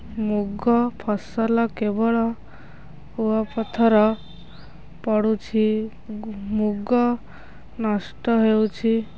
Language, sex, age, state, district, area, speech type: Odia, female, 18-30, Odisha, Kendrapara, urban, spontaneous